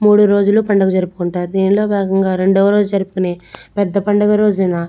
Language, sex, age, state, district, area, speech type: Telugu, female, 18-30, Andhra Pradesh, Konaseema, rural, spontaneous